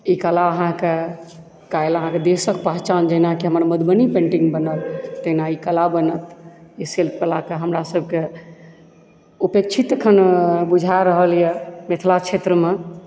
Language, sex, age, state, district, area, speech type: Maithili, female, 45-60, Bihar, Supaul, rural, spontaneous